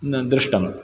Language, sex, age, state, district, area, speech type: Sanskrit, male, 18-30, Karnataka, Uttara Kannada, urban, spontaneous